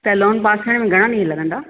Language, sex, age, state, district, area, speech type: Sindhi, female, 45-60, Maharashtra, Thane, urban, conversation